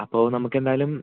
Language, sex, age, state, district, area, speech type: Malayalam, male, 18-30, Kerala, Malappuram, rural, conversation